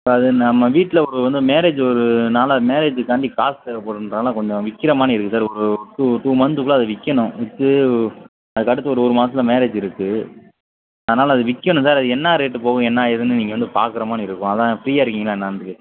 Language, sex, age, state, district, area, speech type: Tamil, male, 30-45, Tamil Nadu, Madurai, urban, conversation